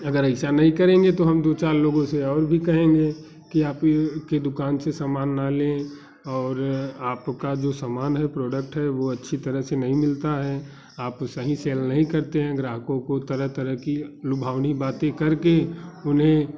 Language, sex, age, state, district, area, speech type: Hindi, male, 30-45, Uttar Pradesh, Bhadohi, urban, spontaneous